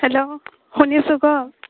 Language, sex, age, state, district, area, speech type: Assamese, female, 18-30, Assam, Charaideo, urban, conversation